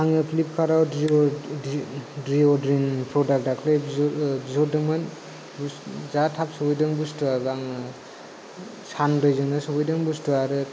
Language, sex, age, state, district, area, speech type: Bodo, male, 30-45, Assam, Kokrajhar, rural, spontaneous